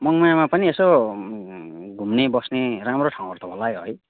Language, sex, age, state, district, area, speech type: Nepali, male, 30-45, West Bengal, Kalimpong, rural, conversation